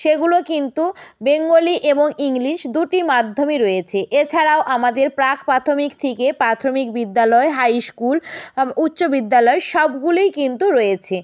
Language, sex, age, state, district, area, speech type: Bengali, female, 60+, West Bengal, Nadia, rural, spontaneous